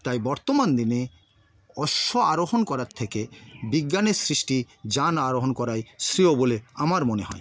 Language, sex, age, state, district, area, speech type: Bengali, male, 60+, West Bengal, Paschim Medinipur, rural, spontaneous